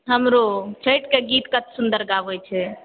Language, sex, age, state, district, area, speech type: Maithili, female, 45-60, Bihar, Purnia, rural, conversation